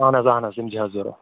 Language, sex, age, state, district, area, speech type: Kashmiri, male, 18-30, Jammu and Kashmir, Kulgam, rural, conversation